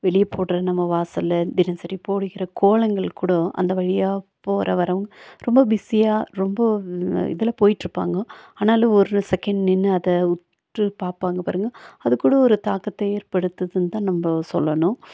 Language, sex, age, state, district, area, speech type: Tamil, female, 45-60, Tamil Nadu, Nilgiris, urban, spontaneous